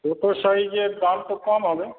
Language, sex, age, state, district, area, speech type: Bengali, male, 45-60, West Bengal, Paschim Bardhaman, urban, conversation